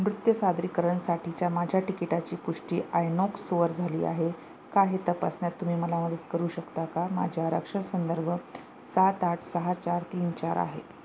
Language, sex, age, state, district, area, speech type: Marathi, female, 30-45, Maharashtra, Nanded, rural, read